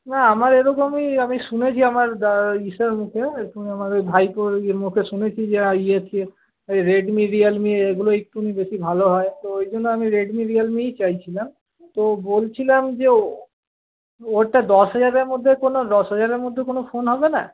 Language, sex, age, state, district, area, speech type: Bengali, male, 18-30, West Bengal, Paschim Bardhaman, urban, conversation